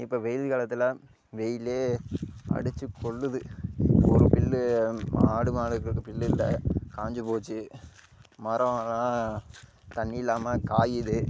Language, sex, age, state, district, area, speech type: Tamil, male, 18-30, Tamil Nadu, Karur, rural, spontaneous